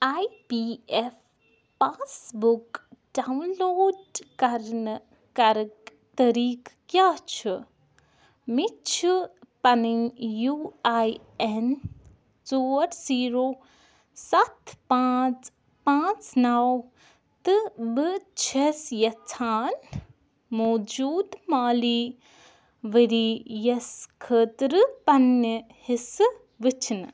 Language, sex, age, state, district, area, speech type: Kashmiri, female, 18-30, Jammu and Kashmir, Ganderbal, rural, read